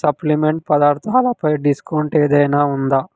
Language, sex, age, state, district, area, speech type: Telugu, male, 18-30, Telangana, Sangareddy, urban, read